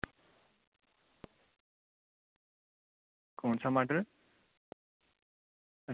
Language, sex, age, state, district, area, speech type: Dogri, male, 18-30, Jammu and Kashmir, Samba, rural, conversation